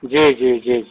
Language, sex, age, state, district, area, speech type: Hindi, male, 60+, Uttar Pradesh, Azamgarh, rural, conversation